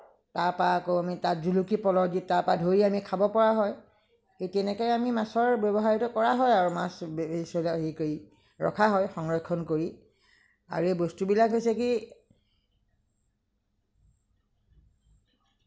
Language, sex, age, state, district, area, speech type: Assamese, female, 60+, Assam, Lakhimpur, rural, spontaneous